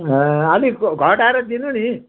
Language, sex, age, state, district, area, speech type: Nepali, male, 60+, West Bengal, Darjeeling, rural, conversation